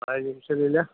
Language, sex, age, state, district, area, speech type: Malayalam, male, 30-45, Kerala, Thiruvananthapuram, rural, conversation